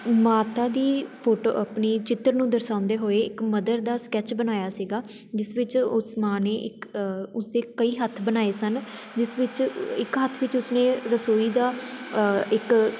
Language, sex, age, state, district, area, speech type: Punjabi, female, 18-30, Punjab, Tarn Taran, urban, spontaneous